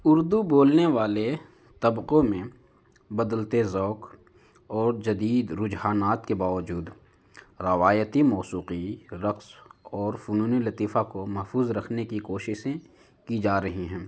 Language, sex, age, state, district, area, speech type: Urdu, male, 18-30, Delhi, North East Delhi, urban, spontaneous